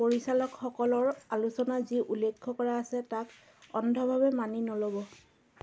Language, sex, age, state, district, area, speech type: Assamese, female, 45-60, Assam, Dibrugarh, rural, read